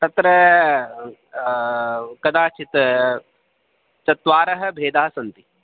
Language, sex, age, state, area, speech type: Sanskrit, male, 30-45, Rajasthan, urban, conversation